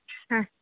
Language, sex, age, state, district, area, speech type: Kannada, female, 30-45, Karnataka, Udupi, rural, conversation